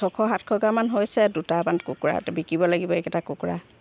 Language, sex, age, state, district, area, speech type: Assamese, female, 45-60, Assam, Sivasagar, rural, spontaneous